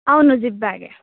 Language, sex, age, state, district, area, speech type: Telugu, female, 18-30, Telangana, Ranga Reddy, urban, conversation